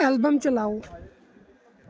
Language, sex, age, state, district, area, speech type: Punjabi, male, 18-30, Punjab, Ludhiana, urban, read